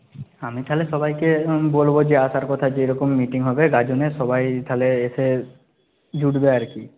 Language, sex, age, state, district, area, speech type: Bengali, male, 18-30, West Bengal, Nadia, rural, conversation